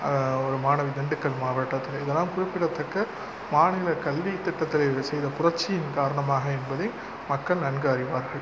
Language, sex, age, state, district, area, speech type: Tamil, male, 45-60, Tamil Nadu, Pudukkottai, rural, spontaneous